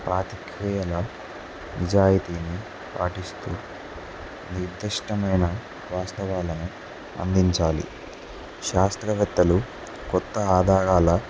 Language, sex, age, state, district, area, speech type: Telugu, male, 18-30, Telangana, Kamareddy, urban, spontaneous